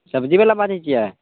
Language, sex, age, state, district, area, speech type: Maithili, male, 18-30, Bihar, Madhepura, rural, conversation